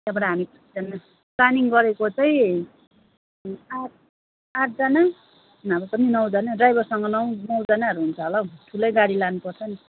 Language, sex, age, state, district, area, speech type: Nepali, female, 30-45, West Bengal, Darjeeling, rural, conversation